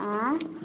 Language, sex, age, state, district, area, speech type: Maithili, female, 18-30, Bihar, Samastipur, rural, conversation